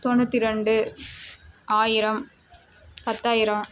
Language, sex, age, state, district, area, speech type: Tamil, female, 18-30, Tamil Nadu, Dharmapuri, rural, spontaneous